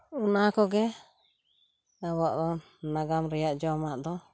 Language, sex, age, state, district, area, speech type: Santali, female, 45-60, West Bengal, Purulia, rural, spontaneous